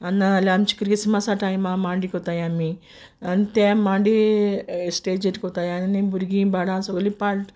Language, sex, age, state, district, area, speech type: Goan Konkani, female, 45-60, Goa, Quepem, rural, spontaneous